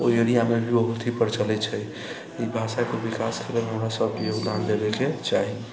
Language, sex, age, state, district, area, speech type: Maithili, male, 45-60, Bihar, Sitamarhi, rural, spontaneous